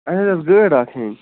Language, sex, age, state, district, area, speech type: Kashmiri, male, 45-60, Jammu and Kashmir, Budgam, rural, conversation